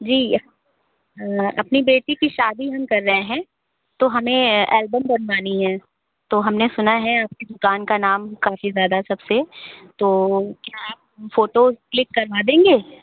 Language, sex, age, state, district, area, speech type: Hindi, female, 30-45, Uttar Pradesh, Sitapur, rural, conversation